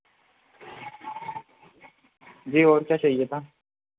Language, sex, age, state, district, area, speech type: Hindi, male, 30-45, Madhya Pradesh, Betul, urban, conversation